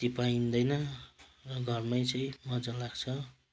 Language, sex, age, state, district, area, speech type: Nepali, male, 45-60, West Bengal, Kalimpong, rural, spontaneous